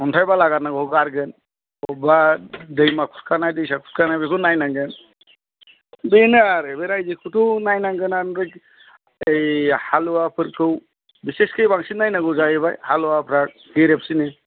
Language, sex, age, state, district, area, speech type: Bodo, male, 60+, Assam, Kokrajhar, urban, conversation